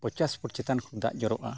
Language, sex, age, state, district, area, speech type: Santali, male, 45-60, Odisha, Mayurbhanj, rural, spontaneous